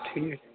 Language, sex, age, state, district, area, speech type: Kashmiri, male, 18-30, Jammu and Kashmir, Pulwama, rural, conversation